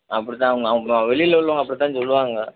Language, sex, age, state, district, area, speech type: Tamil, male, 30-45, Tamil Nadu, Madurai, urban, conversation